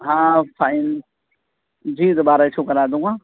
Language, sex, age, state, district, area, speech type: Urdu, male, 45-60, Delhi, East Delhi, urban, conversation